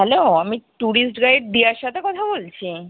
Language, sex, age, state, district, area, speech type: Bengali, female, 30-45, West Bengal, Kolkata, urban, conversation